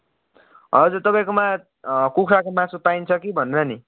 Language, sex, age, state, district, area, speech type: Nepali, male, 18-30, West Bengal, Kalimpong, rural, conversation